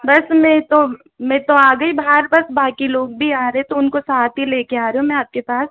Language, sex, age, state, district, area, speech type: Hindi, female, 18-30, Rajasthan, Jaipur, urban, conversation